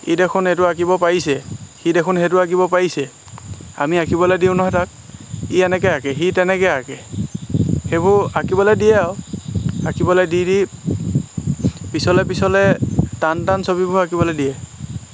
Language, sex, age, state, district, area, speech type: Assamese, male, 30-45, Assam, Lakhimpur, rural, spontaneous